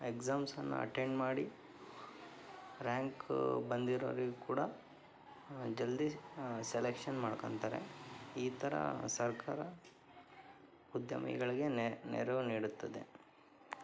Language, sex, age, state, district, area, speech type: Kannada, male, 18-30, Karnataka, Davanagere, urban, spontaneous